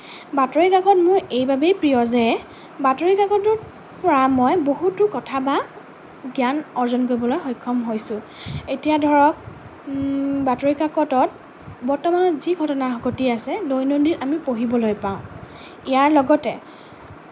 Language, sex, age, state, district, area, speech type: Assamese, female, 18-30, Assam, Lakhimpur, urban, spontaneous